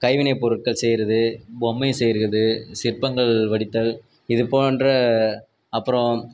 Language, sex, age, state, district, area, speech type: Tamil, male, 30-45, Tamil Nadu, Viluppuram, urban, spontaneous